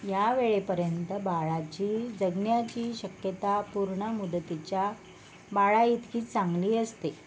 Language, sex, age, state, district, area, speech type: Marathi, female, 45-60, Maharashtra, Yavatmal, urban, read